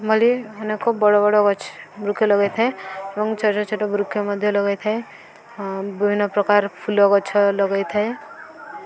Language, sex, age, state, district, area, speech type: Odia, female, 18-30, Odisha, Subarnapur, urban, spontaneous